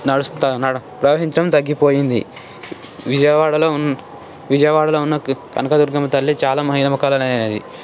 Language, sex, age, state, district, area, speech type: Telugu, male, 18-30, Telangana, Ranga Reddy, urban, spontaneous